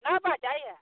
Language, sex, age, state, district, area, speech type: Maithili, female, 30-45, Bihar, Muzaffarpur, rural, conversation